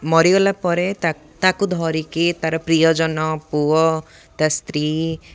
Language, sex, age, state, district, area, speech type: Odia, male, 18-30, Odisha, Jagatsinghpur, rural, spontaneous